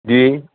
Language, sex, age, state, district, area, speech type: Punjabi, male, 45-60, Punjab, Fatehgarh Sahib, rural, conversation